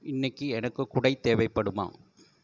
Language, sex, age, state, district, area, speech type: Tamil, male, 45-60, Tamil Nadu, Erode, rural, read